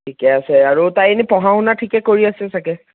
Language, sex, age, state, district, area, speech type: Assamese, male, 18-30, Assam, Kamrup Metropolitan, urban, conversation